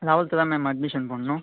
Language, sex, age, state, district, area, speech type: Tamil, male, 18-30, Tamil Nadu, Cuddalore, rural, conversation